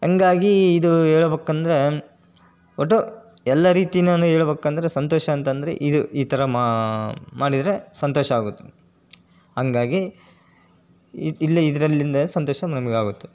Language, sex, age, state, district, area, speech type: Kannada, male, 30-45, Karnataka, Chitradurga, rural, spontaneous